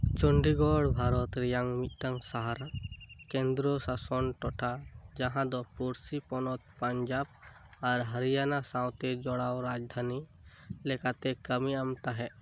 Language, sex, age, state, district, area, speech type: Santali, male, 18-30, West Bengal, Birbhum, rural, read